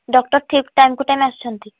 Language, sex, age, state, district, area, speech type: Odia, female, 30-45, Odisha, Sambalpur, rural, conversation